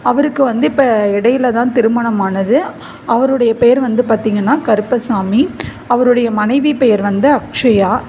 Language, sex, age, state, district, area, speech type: Tamil, female, 45-60, Tamil Nadu, Mayiladuthurai, rural, spontaneous